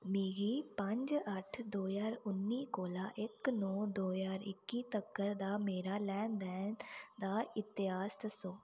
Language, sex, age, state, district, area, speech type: Dogri, female, 18-30, Jammu and Kashmir, Udhampur, rural, read